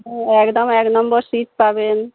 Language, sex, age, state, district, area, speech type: Bengali, female, 30-45, West Bengal, Howrah, urban, conversation